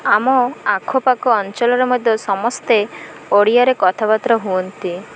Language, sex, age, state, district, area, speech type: Odia, female, 18-30, Odisha, Malkangiri, urban, spontaneous